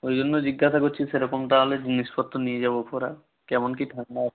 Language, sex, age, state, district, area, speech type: Bengali, male, 18-30, West Bengal, Jalpaiguri, rural, conversation